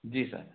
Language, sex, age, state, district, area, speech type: Hindi, male, 60+, Madhya Pradesh, Balaghat, rural, conversation